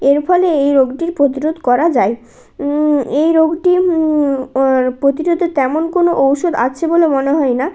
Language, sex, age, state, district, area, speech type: Bengali, female, 18-30, West Bengal, Bankura, urban, spontaneous